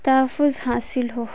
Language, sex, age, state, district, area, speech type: Urdu, female, 18-30, Bihar, Madhubani, urban, spontaneous